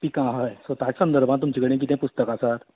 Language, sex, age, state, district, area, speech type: Goan Konkani, male, 30-45, Goa, Canacona, rural, conversation